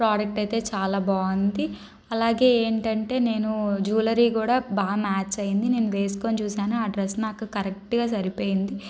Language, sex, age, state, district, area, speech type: Telugu, female, 30-45, Andhra Pradesh, Guntur, urban, spontaneous